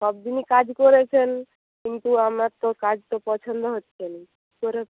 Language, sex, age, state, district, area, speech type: Bengali, female, 45-60, West Bengal, Bankura, rural, conversation